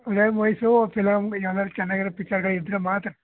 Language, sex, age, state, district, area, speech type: Kannada, male, 60+, Karnataka, Mysore, urban, conversation